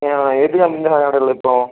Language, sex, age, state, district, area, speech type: Malayalam, male, 18-30, Kerala, Wayanad, rural, conversation